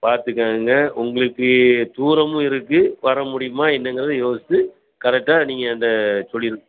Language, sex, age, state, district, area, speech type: Tamil, male, 45-60, Tamil Nadu, Thoothukudi, rural, conversation